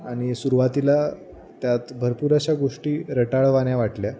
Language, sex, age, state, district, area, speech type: Marathi, male, 18-30, Maharashtra, Jalna, rural, spontaneous